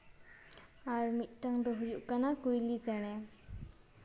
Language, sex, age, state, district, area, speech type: Santali, female, 18-30, West Bengal, Purba Bardhaman, rural, spontaneous